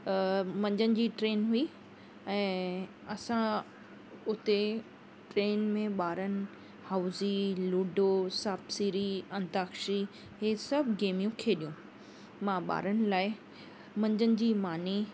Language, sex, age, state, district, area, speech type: Sindhi, female, 30-45, Maharashtra, Mumbai Suburban, urban, spontaneous